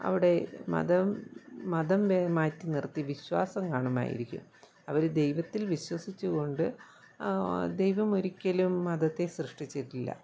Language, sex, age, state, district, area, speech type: Malayalam, female, 45-60, Kerala, Kottayam, rural, spontaneous